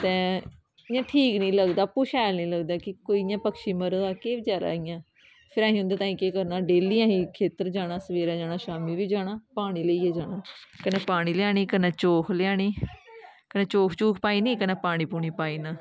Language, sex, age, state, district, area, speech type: Dogri, female, 18-30, Jammu and Kashmir, Kathua, rural, spontaneous